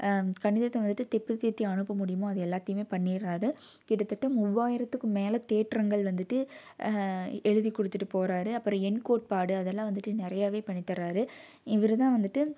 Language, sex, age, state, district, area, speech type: Tamil, female, 18-30, Tamil Nadu, Tiruppur, rural, spontaneous